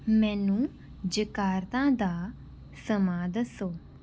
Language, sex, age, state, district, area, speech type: Punjabi, female, 18-30, Punjab, Rupnagar, urban, read